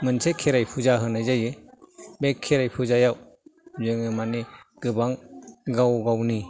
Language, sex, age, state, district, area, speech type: Bodo, male, 60+, Assam, Kokrajhar, rural, spontaneous